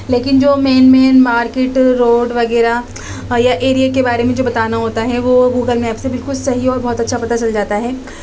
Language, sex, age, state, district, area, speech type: Urdu, female, 30-45, Delhi, East Delhi, urban, spontaneous